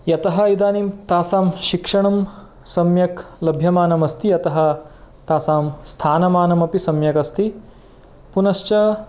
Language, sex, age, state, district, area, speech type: Sanskrit, male, 30-45, Karnataka, Uttara Kannada, rural, spontaneous